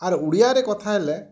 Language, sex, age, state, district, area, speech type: Odia, male, 45-60, Odisha, Bargarh, rural, spontaneous